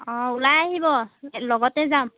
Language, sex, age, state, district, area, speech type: Assamese, female, 18-30, Assam, Lakhimpur, rural, conversation